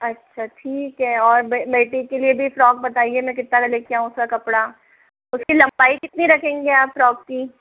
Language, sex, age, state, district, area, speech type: Hindi, female, 60+, Rajasthan, Jaipur, urban, conversation